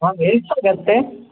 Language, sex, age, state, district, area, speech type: Kannada, female, 60+, Karnataka, Koppal, rural, conversation